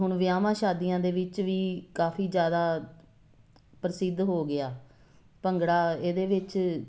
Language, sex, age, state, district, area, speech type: Punjabi, female, 45-60, Punjab, Jalandhar, urban, spontaneous